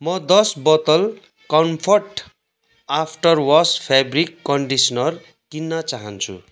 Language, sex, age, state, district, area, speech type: Nepali, male, 30-45, West Bengal, Kalimpong, rural, read